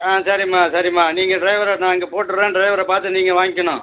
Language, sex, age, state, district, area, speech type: Tamil, male, 45-60, Tamil Nadu, Viluppuram, rural, conversation